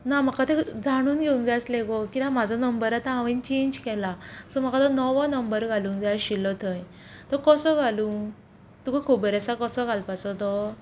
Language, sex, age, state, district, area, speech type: Goan Konkani, female, 18-30, Goa, Quepem, rural, spontaneous